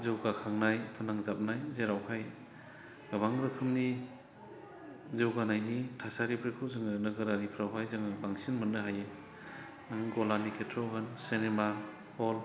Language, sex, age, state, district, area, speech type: Bodo, male, 45-60, Assam, Chirang, rural, spontaneous